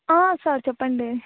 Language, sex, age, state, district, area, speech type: Telugu, female, 18-30, Telangana, Vikarabad, urban, conversation